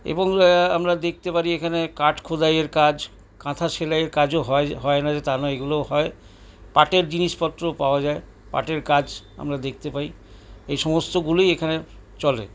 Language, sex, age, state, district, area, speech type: Bengali, male, 60+, West Bengal, Paschim Bardhaman, urban, spontaneous